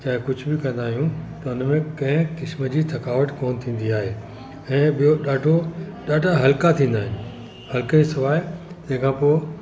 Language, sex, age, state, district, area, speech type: Sindhi, male, 60+, Uttar Pradesh, Lucknow, urban, spontaneous